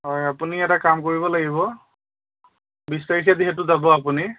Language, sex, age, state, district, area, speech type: Assamese, male, 30-45, Assam, Majuli, urban, conversation